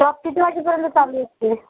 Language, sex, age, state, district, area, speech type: Marathi, female, 18-30, Maharashtra, Jalna, urban, conversation